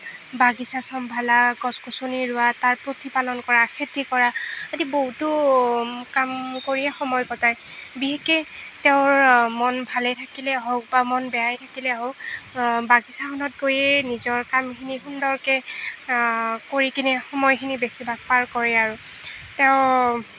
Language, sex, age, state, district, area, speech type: Assamese, female, 60+, Assam, Nagaon, rural, spontaneous